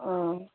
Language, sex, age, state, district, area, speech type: Tamil, female, 60+, Tamil Nadu, Ariyalur, rural, conversation